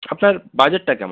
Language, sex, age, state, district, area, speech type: Bengali, male, 60+, West Bengal, Nadia, rural, conversation